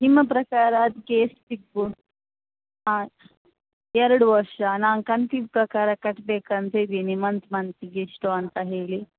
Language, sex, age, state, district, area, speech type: Kannada, female, 18-30, Karnataka, Shimoga, rural, conversation